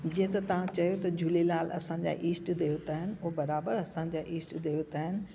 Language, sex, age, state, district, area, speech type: Sindhi, female, 60+, Delhi, South Delhi, urban, spontaneous